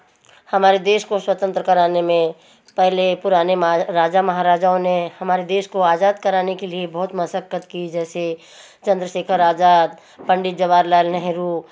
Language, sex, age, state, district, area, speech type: Hindi, female, 45-60, Madhya Pradesh, Betul, urban, spontaneous